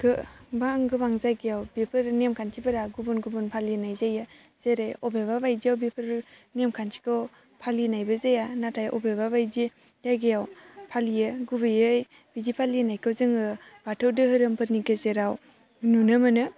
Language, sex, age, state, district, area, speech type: Bodo, female, 18-30, Assam, Baksa, rural, spontaneous